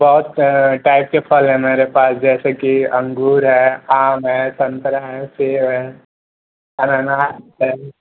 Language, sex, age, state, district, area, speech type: Hindi, male, 18-30, Uttar Pradesh, Ghazipur, urban, conversation